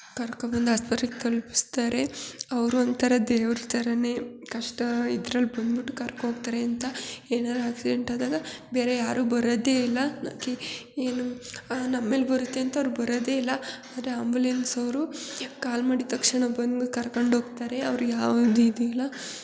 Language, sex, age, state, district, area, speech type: Kannada, female, 30-45, Karnataka, Hassan, urban, spontaneous